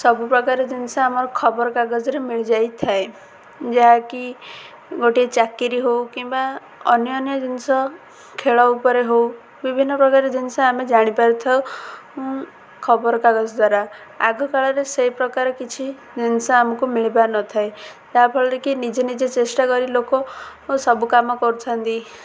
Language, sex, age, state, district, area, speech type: Odia, female, 18-30, Odisha, Ganjam, urban, spontaneous